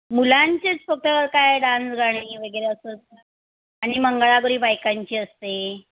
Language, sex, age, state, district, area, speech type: Marathi, female, 45-60, Maharashtra, Mumbai Suburban, urban, conversation